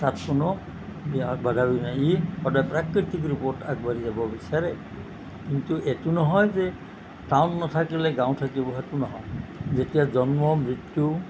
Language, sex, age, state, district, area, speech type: Assamese, male, 60+, Assam, Nalbari, rural, spontaneous